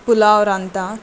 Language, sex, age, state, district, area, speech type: Goan Konkani, female, 30-45, Goa, Quepem, rural, spontaneous